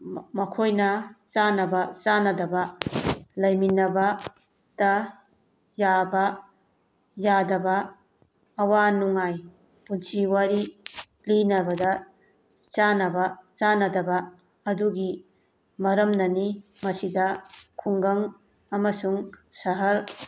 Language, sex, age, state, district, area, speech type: Manipuri, female, 45-60, Manipur, Tengnoupal, urban, spontaneous